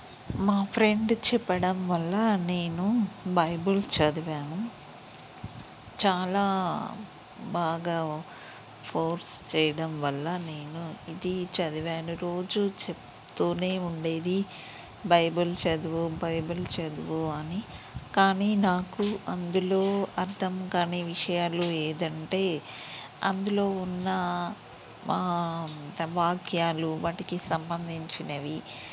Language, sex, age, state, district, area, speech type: Telugu, female, 30-45, Telangana, Peddapalli, rural, spontaneous